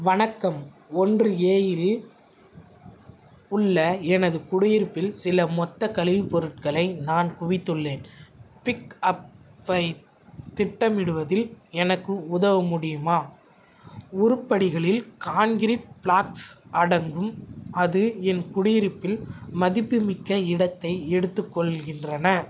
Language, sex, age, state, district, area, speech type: Tamil, male, 18-30, Tamil Nadu, Tiruchirappalli, rural, read